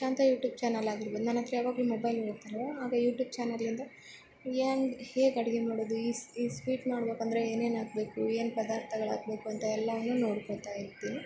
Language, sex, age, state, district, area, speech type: Kannada, female, 18-30, Karnataka, Bellary, rural, spontaneous